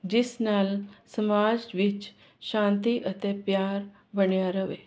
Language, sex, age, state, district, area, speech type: Punjabi, female, 45-60, Punjab, Jalandhar, urban, spontaneous